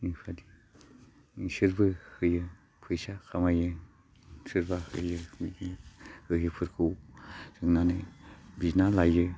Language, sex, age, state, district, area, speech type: Bodo, male, 45-60, Assam, Baksa, rural, spontaneous